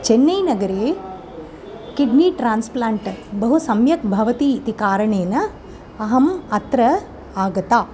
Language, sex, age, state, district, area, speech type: Sanskrit, female, 45-60, Tamil Nadu, Chennai, urban, spontaneous